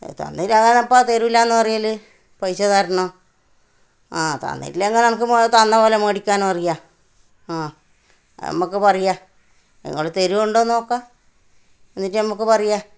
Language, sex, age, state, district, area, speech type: Malayalam, female, 60+, Kerala, Kannur, rural, spontaneous